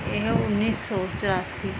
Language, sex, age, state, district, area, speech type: Punjabi, female, 30-45, Punjab, Firozpur, rural, spontaneous